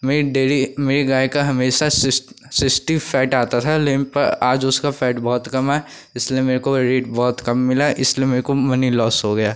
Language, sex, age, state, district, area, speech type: Hindi, male, 18-30, Uttar Pradesh, Pratapgarh, rural, spontaneous